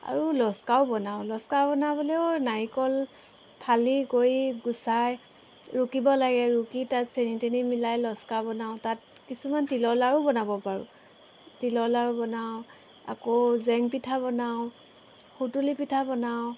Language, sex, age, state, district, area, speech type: Assamese, female, 18-30, Assam, Golaghat, urban, spontaneous